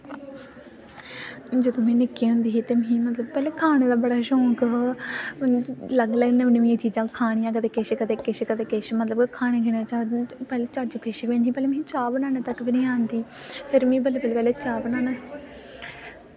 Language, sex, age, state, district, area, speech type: Dogri, female, 18-30, Jammu and Kashmir, Samba, rural, spontaneous